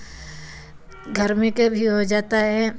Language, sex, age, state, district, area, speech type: Hindi, female, 45-60, Uttar Pradesh, Varanasi, rural, spontaneous